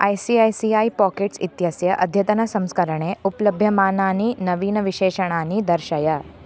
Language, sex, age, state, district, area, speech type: Sanskrit, female, 18-30, Maharashtra, Thane, urban, read